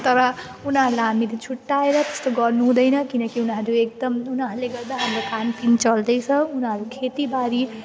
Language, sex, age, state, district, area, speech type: Nepali, female, 18-30, West Bengal, Jalpaiguri, rural, spontaneous